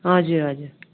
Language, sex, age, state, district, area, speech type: Nepali, female, 45-60, West Bengal, Darjeeling, rural, conversation